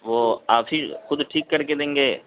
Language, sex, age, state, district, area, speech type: Urdu, male, 18-30, Uttar Pradesh, Saharanpur, urban, conversation